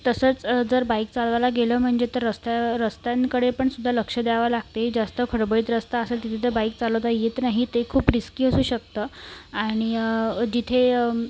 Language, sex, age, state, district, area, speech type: Marathi, female, 18-30, Maharashtra, Amravati, urban, spontaneous